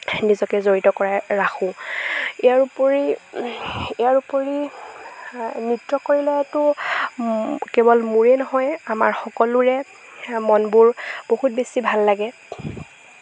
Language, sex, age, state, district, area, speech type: Assamese, female, 18-30, Assam, Lakhimpur, rural, spontaneous